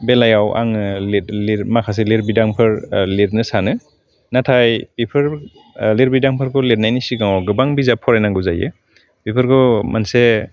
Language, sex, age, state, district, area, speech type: Bodo, male, 45-60, Assam, Udalguri, urban, spontaneous